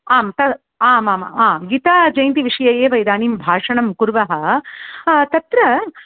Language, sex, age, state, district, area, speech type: Sanskrit, female, 60+, Tamil Nadu, Chennai, urban, conversation